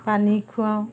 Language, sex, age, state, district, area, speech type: Assamese, female, 45-60, Assam, Majuli, urban, spontaneous